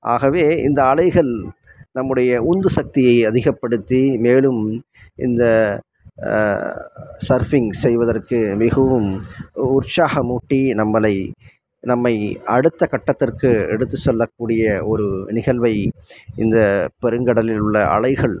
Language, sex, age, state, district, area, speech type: Tamil, male, 30-45, Tamil Nadu, Salem, rural, spontaneous